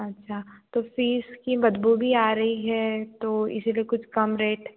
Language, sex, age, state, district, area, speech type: Hindi, female, 18-30, Madhya Pradesh, Betul, urban, conversation